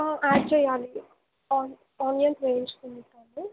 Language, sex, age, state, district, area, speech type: Telugu, female, 18-30, Telangana, Mancherial, rural, conversation